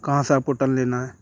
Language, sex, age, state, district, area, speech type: Urdu, male, 18-30, Uttar Pradesh, Saharanpur, urban, spontaneous